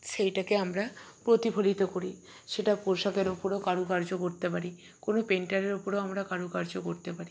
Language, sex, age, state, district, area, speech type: Bengali, female, 60+, West Bengal, Purba Bardhaman, urban, spontaneous